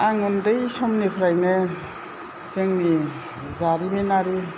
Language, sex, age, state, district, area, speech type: Bodo, female, 60+, Assam, Kokrajhar, rural, spontaneous